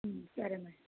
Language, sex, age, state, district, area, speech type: Telugu, female, 30-45, Telangana, Mancherial, rural, conversation